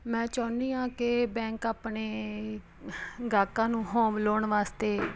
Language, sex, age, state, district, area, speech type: Punjabi, female, 30-45, Punjab, Ludhiana, urban, spontaneous